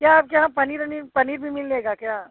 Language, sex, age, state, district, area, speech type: Hindi, female, 60+, Uttar Pradesh, Azamgarh, rural, conversation